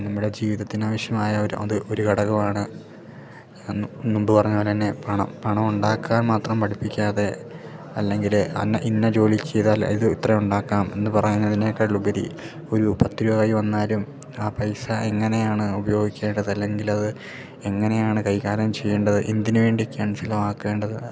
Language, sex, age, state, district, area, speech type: Malayalam, male, 18-30, Kerala, Idukki, rural, spontaneous